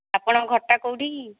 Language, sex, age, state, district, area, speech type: Odia, female, 45-60, Odisha, Angul, rural, conversation